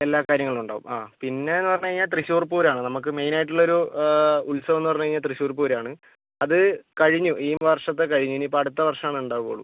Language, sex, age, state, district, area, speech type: Malayalam, male, 60+, Kerala, Kozhikode, urban, conversation